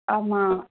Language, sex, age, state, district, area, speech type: Tamil, female, 30-45, Tamil Nadu, Kanchipuram, urban, conversation